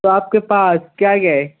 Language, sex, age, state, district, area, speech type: Urdu, male, 18-30, Maharashtra, Nashik, urban, conversation